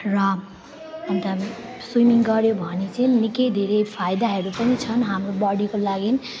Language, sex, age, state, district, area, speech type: Nepali, female, 18-30, West Bengal, Alipurduar, urban, spontaneous